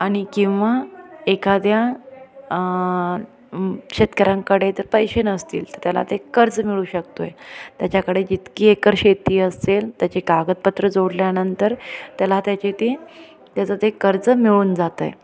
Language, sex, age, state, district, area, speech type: Marathi, female, 30-45, Maharashtra, Ahmednagar, urban, spontaneous